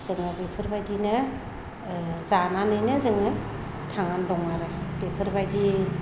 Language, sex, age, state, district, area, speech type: Bodo, female, 45-60, Assam, Chirang, rural, spontaneous